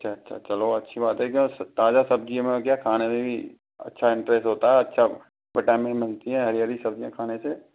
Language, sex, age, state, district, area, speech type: Hindi, male, 45-60, Rajasthan, Karauli, rural, conversation